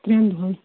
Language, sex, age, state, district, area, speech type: Kashmiri, female, 18-30, Jammu and Kashmir, Pulwama, urban, conversation